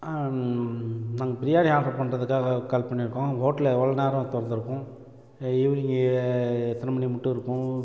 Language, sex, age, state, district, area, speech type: Tamil, male, 45-60, Tamil Nadu, Namakkal, rural, spontaneous